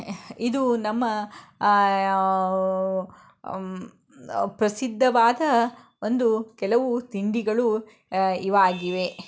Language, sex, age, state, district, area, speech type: Kannada, female, 30-45, Karnataka, Shimoga, rural, spontaneous